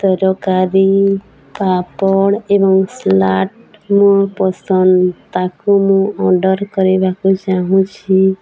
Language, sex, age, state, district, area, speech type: Odia, female, 18-30, Odisha, Nuapada, urban, spontaneous